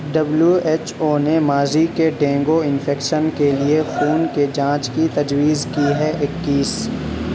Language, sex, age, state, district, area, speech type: Urdu, male, 30-45, Uttar Pradesh, Gautam Buddha Nagar, urban, read